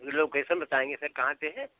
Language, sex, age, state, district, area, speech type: Hindi, male, 60+, Uttar Pradesh, Hardoi, rural, conversation